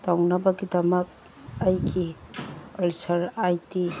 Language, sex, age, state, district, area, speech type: Manipuri, female, 45-60, Manipur, Kangpokpi, urban, read